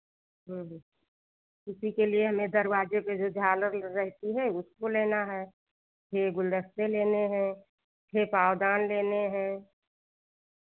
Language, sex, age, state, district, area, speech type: Hindi, female, 45-60, Uttar Pradesh, Lucknow, rural, conversation